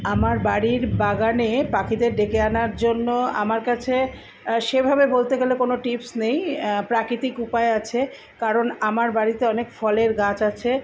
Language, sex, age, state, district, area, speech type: Bengali, female, 60+, West Bengal, Purba Bardhaman, urban, spontaneous